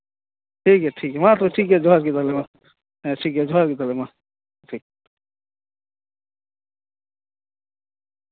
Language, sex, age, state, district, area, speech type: Santali, male, 30-45, West Bengal, Paschim Bardhaman, rural, conversation